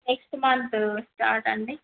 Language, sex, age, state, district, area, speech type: Telugu, female, 18-30, Andhra Pradesh, Visakhapatnam, urban, conversation